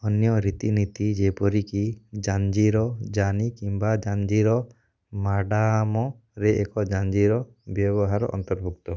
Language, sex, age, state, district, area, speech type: Odia, male, 18-30, Odisha, Kalahandi, rural, read